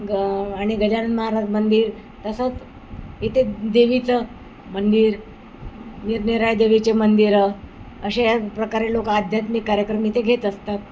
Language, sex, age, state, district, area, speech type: Marathi, female, 60+, Maharashtra, Wardha, urban, spontaneous